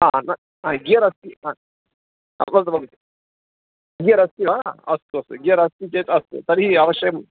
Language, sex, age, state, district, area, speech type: Sanskrit, male, 45-60, Karnataka, Bangalore Urban, urban, conversation